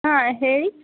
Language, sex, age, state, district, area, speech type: Kannada, female, 18-30, Karnataka, Gadag, rural, conversation